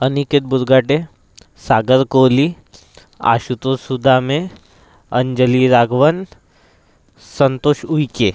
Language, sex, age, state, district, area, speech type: Marathi, male, 30-45, Maharashtra, Nagpur, rural, spontaneous